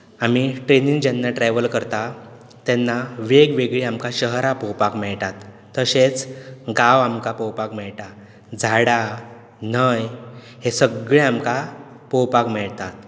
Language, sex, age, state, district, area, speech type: Goan Konkani, male, 18-30, Goa, Bardez, rural, spontaneous